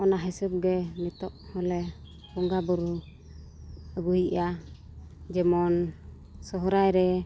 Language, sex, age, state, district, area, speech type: Santali, female, 30-45, Jharkhand, East Singhbhum, rural, spontaneous